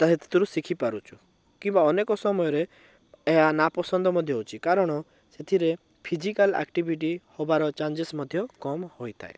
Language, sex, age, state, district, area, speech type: Odia, male, 18-30, Odisha, Cuttack, urban, spontaneous